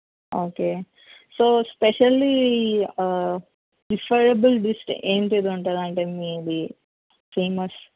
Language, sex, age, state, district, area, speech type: Telugu, female, 30-45, Telangana, Peddapalli, urban, conversation